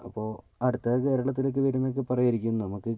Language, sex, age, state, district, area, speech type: Malayalam, male, 18-30, Kerala, Wayanad, rural, spontaneous